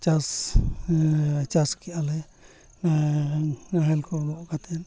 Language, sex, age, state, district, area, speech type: Santali, male, 45-60, Odisha, Mayurbhanj, rural, spontaneous